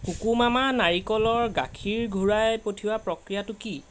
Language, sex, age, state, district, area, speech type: Assamese, male, 18-30, Assam, Golaghat, urban, read